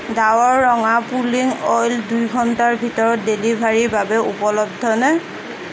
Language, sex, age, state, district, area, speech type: Assamese, female, 30-45, Assam, Darrang, rural, read